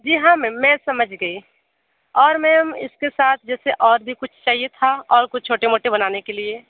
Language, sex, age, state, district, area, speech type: Hindi, female, 30-45, Uttar Pradesh, Sonbhadra, rural, conversation